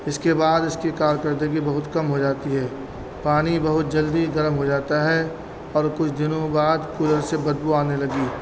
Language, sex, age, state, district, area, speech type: Urdu, male, 30-45, Delhi, North East Delhi, urban, spontaneous